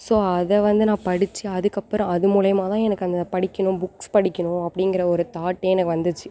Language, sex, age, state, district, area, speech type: Tamil, female, 18-30, Tamil Nadu, Thanjavur, rural, spontaneous